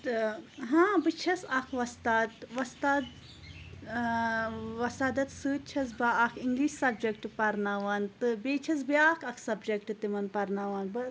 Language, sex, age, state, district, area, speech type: Kashmiri, female, 30-45, Jammu and Kashmir, Pulwama, rural, spontaneous